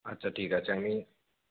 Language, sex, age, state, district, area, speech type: Bengali, male, 30-45, West Bengal, Nadia, urban, conversation